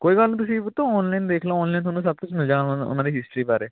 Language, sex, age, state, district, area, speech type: Punjabi, male, 18-30, Punjab, Hoshiarpur, urban, conversation